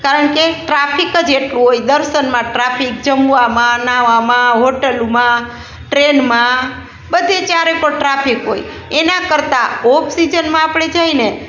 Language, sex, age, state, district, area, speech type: Gujarati, female, 45-60, Gujarat, Rajkot, rural, spontaneous